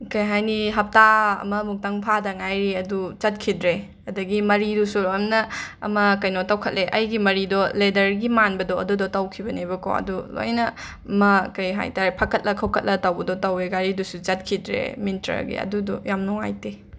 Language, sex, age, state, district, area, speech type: Manipuri, female, 45-60, Manipur, Imphal West, urban, spontaneous